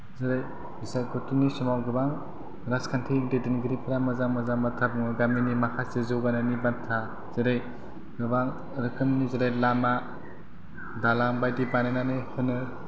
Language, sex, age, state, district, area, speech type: Bodo, male, 18-30, Assam, Kokrajhar, rural, spontaneous